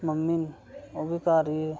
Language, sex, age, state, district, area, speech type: Dogri, male, 30-45, Jammu and Kashmir, Reasi, rural, spontaneous